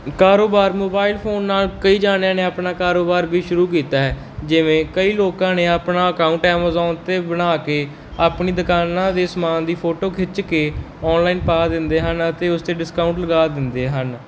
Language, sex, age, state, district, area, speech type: Punjabi, male, 30-45, Punjab, Barnala, rural, spontaneous